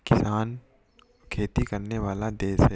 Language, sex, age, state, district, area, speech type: Hindi, male, 18-30, Madhya Pradesh, Betul, rural, spontaneous